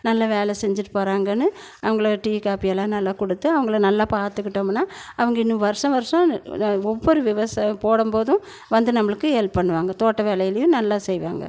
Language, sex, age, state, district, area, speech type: Tamil, female, 60+, Tamil Nadu, Erode, rural, spontaneous